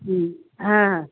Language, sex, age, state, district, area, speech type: Bengali, female, 45-60, West Bengal, Purba Bardhaman, urban, conversation